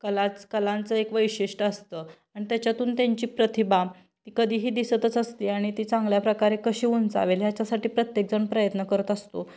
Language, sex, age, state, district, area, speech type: Marathi, female, 30-45, Maharashtra, Kolhapur, urban, spontaneous